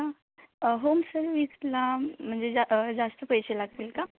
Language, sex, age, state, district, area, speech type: Marathi, female, 18-30, Maharashtra, Beed, urban, conversation